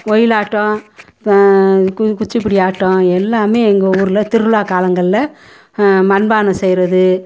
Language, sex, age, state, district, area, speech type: Tamil, female, 60+, Tamil Nadu, Madurai, urban, spontaneous